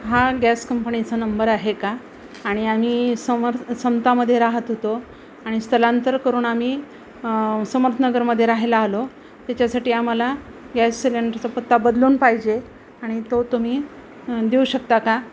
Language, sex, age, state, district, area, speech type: Marathi, female, 45-60, Maharashtra, Osmanabad, rural, spontaneous